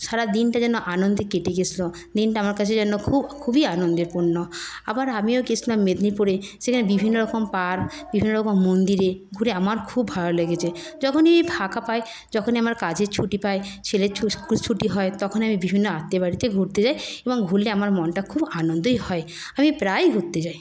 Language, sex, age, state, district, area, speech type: Bengali, female, 30-45, West Bengal, Paschim Medinipur, rural, spontaneous